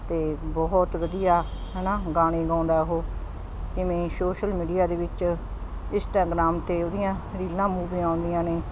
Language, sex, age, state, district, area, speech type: Punjabi, female, 60+, Punjab, Ludhiana, urban, spontaneous